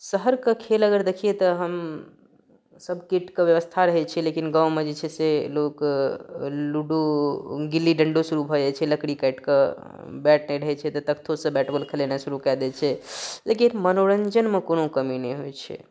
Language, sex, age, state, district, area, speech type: Maithili, male, 30-45, Bihar, Darbhanga, rural, spontaneous